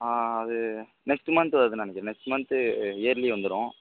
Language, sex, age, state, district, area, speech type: Tamil, male, 18-30, Tamil Nadu, Virudhunagar, urban, conversation